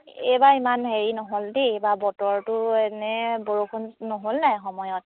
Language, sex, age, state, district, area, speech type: Assamese, female, 30-45, Assam, Sivasagar, rural, conversation